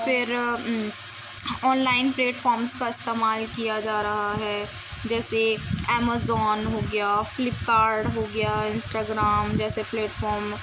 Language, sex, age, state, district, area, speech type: Urdu, female, 18-30, Uttar Pradesh, Muzaffarnagar, rural, spontaneous